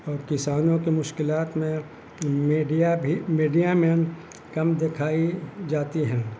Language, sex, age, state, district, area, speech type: Urdu, male, 60+, Bihar, Gaya, rural, spontaneous